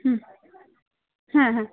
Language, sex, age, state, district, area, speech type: Bengali, female, 30-45, West Bengal, Darjeeling, rural, conversation